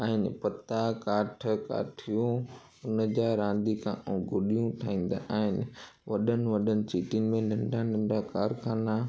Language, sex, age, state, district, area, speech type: Sindhi, male, 18-30, Gujarat, Junagadh, urban, spontaneous